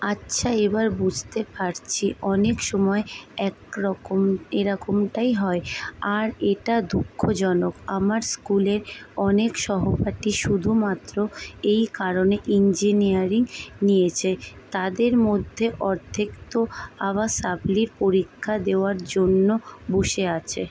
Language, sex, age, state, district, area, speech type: Bengali, female, 18-30, West Bengal, Kolkata, urban, read